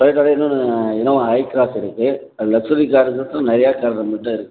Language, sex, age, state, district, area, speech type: Tamil, male, 45-60, Tamil Nadu, Tenkasi, rural, conversation